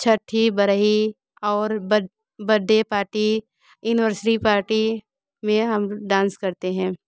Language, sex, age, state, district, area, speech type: Hindi, female, 30-45, Uttar Pradesh, Bhadohi, rural, spontaneous